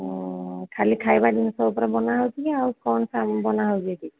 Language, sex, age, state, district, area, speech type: Odia, female, 30-45, Odisha, Sambalpur, rural, conversation